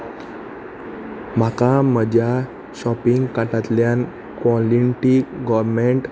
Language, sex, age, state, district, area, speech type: Goan Konkani, male, 18-30, Goa, Salcete, urban, read